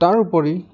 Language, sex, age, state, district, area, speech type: Assamese, male, 18-30, Assam, Goalpara, urban, spontaneous